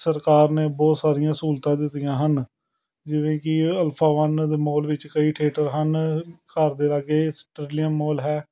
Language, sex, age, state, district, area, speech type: Punjabi, male, 30-45, Punjab, Amritsar, urban, spontaneous